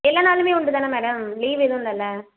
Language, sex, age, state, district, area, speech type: Tamil, female, 30-45, Tamil Nadu, Mayiladuthurai, rural, conversation